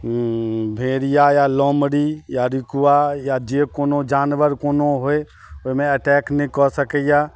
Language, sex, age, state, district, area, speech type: Maithili, male, 45-60, Bihar, Madhubani, rural, spontaneous